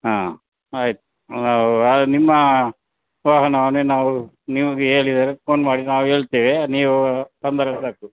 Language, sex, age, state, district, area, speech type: Kannada, male, 60+, Karnataka, Dakshina Kannada, rural, conversation